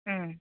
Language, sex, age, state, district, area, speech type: Assamese, female, 30-45, Assam, Udalguri, rural, conversation